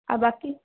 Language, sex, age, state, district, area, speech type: Bengali, female, 18-30, West Bengal, Purulia, urban, conversation